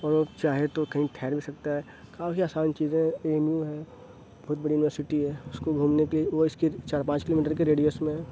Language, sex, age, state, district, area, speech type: Urdu, male, 30-45, Uttar Pradesh, Aligarh, rural, spontaneous